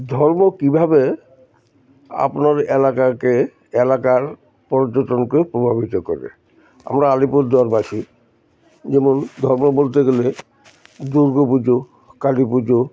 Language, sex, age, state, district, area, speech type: Bengali, male, 60+, West Bengal, Alipurduar, rural, spontaneous